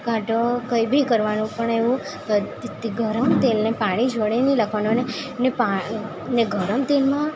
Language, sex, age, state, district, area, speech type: Gujarati, female, 18-30, Gujarat, Valsad, rural, spontaneous